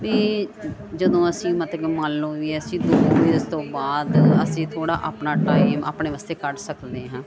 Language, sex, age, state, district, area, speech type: Punjabi, female, 45-60, Punjab, Gurdaspur, urban, spontaneous